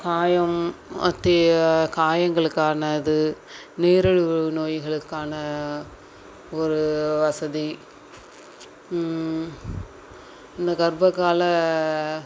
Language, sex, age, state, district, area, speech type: Tamil, female, 30-45, Tamil Nadu, Thanjavur, rural, spontaneous